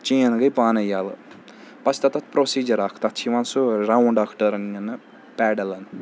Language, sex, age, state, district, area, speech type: Kashmiri, male, 18-30, Jammu and Kashmir, Srinagar, urban, spontaneous